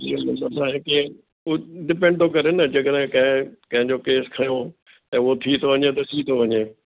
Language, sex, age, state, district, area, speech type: Sindhi, male, 60+, Delhi, South Delhi, urban, conversation